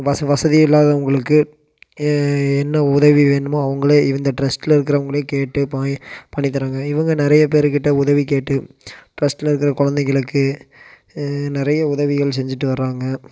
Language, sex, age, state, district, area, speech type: Tamil, male, 18-30, Tamil Nadu, Coimbatore, urban, spontaneous